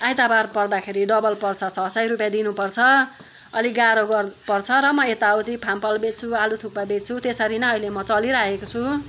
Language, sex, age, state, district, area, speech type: Nepali, female, 60+, West Bengal, Kalimpong, rural, spontaneous